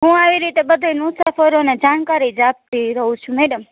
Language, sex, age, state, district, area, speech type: Gujarati, female, 18-30, Gujarat, Rajkot, urban, conversation